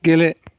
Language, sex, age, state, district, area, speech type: Bodo, male, 60+, Assam, Chirang, rural, read